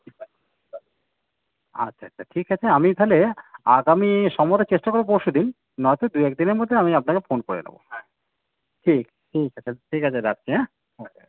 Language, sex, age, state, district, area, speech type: Bengali, male, 45-60, West Bengal, Howrah, urban, conversation